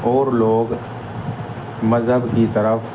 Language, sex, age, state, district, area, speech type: Urdu, male, 30-45, Uttar Pradesh, Muzaffarnagar, rural, spontaneous